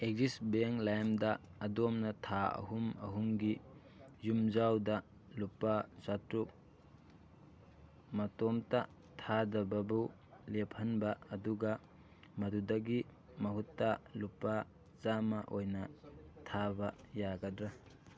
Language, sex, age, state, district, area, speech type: Manipuri, male, 18-30, Manipur, Thoubal, rural, read